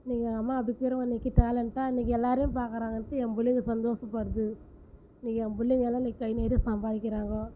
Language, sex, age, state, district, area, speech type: Tamil, female, 30-45, Tamil Nadu, Tiruvannamalai, rural, spontaneous